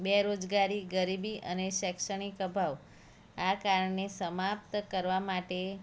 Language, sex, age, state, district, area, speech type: Gujarati, female, 30-45, Gujarat, Kheda, rural, spontaneous